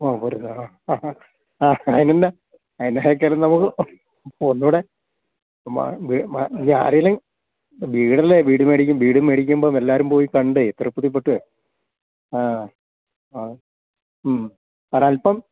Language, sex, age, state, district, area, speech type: Malayalam, male, 60+, Kerala, Idukki, rural, conversation